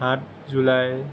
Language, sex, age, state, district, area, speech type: Assamese, male, 18-30, Assam, Kamrup Metropolitan, urban, spontaneous